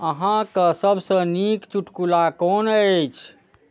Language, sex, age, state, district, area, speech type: Maithili, male, 45-60, Bihar, Darbhanga, rural, read